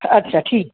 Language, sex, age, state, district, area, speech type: Punjabi, female, 60+, Punjab, Gurdaspur, urban, conversation